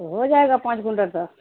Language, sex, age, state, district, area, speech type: Urdu, female, 30-45, Bihar, Khagaria, rural, conversation